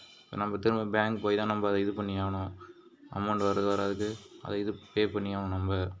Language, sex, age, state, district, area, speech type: Tamil, male, 45-60, Tamil Nadu, Mayiladuthurai, rural, spontaneous